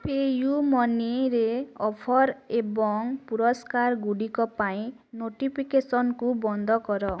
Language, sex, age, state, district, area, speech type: Odia, female, 18-30, Odisha, Bargarh, rural, read